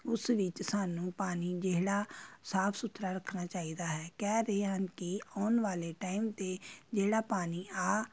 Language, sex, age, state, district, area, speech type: Punjabi, female, 30-45, Punjab, Amritsar, urban, spontaneous